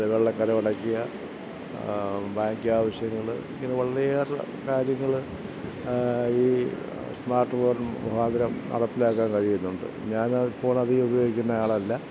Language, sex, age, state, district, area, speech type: Malayalam, male, 60+, Kerala, Thiruvananthapuram, rural, spontaneous